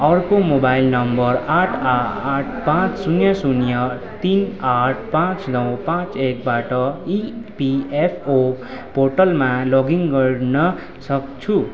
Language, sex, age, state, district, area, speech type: Nepali, male, 18-30, West Bengal, Kalimpong, rural, read